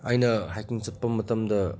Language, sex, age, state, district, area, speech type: Manipuri, male, 30-45, Manipur, Senapati, rural, spontaneous